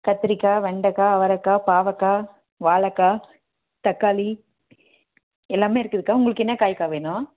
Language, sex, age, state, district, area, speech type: Tamil, female, 30-45, Tamil Nadu, Tirupattur, rural, conversation